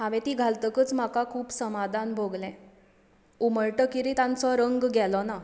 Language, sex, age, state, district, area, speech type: Goan Konkani, female, 30-45, Goa, Tiswadi, rural, spontaneous